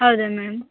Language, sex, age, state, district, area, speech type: Kannada, female, 30-45, Karnataka, Vijayanagara, rural, conversation